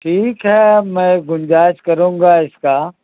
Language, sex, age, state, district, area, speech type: Urdu, male, 60+, Bihar, Khagaria, rural, conversation